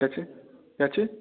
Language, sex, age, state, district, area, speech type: Hindi, male, 18-30, Uttar Pradesh, Bhadohi, urban, conversation